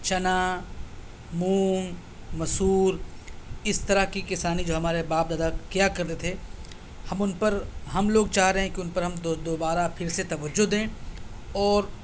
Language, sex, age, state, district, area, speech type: Urdu, male, 30-45, Delhi, South Delhi, urban, spontaneous